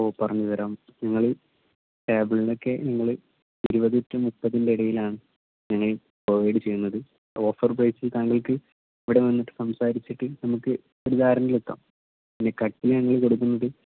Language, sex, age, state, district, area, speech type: Malayalam, male, 18-30, Kerala, Kozhikode, rural, conversation